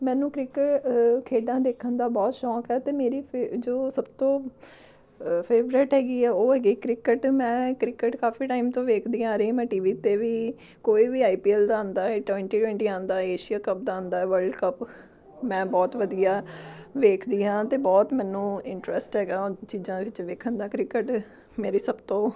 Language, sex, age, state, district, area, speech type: Punjabi, female, 30-45, Punjab, Amritsar, urban, spontaneous